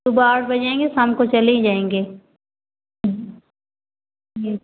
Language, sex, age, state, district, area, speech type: Hindi, female, 18-30, Uttar Pradesh, Azamgarh, urban, conversation